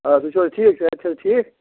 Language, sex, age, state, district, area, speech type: Kashmiri, male, 30-45, Jammu and Kashmir, Budgam, rural, conversation